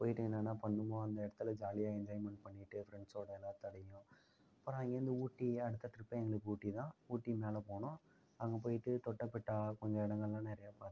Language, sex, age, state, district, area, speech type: Tamil, male, 45-60, Tamil Nadu, Ariyalur, rural, spontaneous